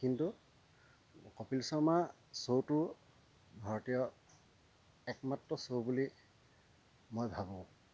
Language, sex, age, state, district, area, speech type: Assamese, male, 30-45, Assam, Dhemaji, rural, spontaneous